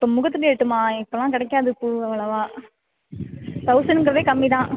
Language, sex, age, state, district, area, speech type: Tamil, female, 18-30, Tamil Nadu, Tiruvarur, rural, conversation